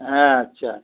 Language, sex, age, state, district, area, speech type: Bengali, male, 45-60, West Bengal, Dakshin Dinajpur, rural, conversation